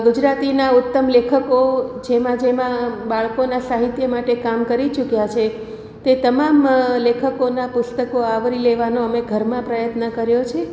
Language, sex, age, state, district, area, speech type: Gujarati, female, 45-60, Gujarat, Surat, rural, spontaneous